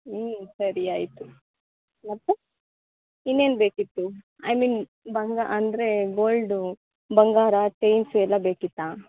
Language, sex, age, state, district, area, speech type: Kannada, female, 18-30, Karnataka, Bangalore Urban, rural, conversation